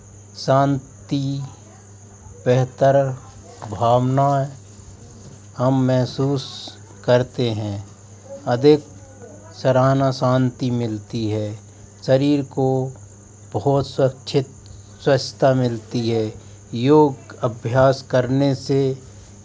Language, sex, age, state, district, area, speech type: Hindi, male, 45-60, Madhya Pradesh, Hoshangabad, urban, spontaneous